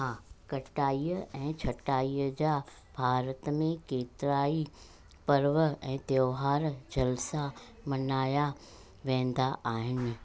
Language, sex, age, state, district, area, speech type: Sindhi, female, 45-60, Gujarat, Junagadh, rural, spontaneous